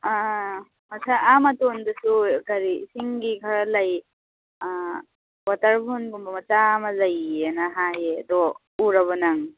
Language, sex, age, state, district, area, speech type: Manipuri, female, 18-30, Manipur, Kakching, rural, conversation